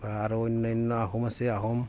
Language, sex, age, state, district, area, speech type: Assamese, male, 45-60, Assam, Barpeta, rural, spontaneous